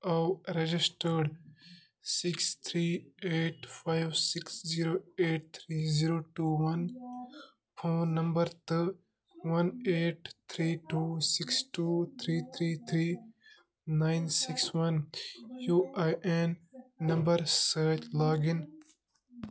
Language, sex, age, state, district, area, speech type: Kashmiri, male, 18-30, Jammu and Kashmir, Bandipora, rural, read